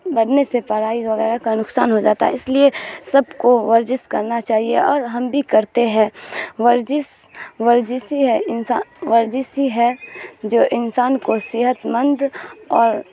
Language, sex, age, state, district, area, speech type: Urdu, female, 18-30, Bihar, Supaul, rural, spontaneous